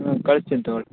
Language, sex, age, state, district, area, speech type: Kannada, male, 30-45, Karnataka, Raichur, rural, conversation